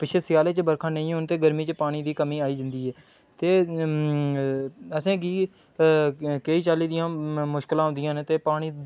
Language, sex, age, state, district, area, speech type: Dogri, male, 18-30, Jammu and Kashmir, Udhampur, rural, spontaneous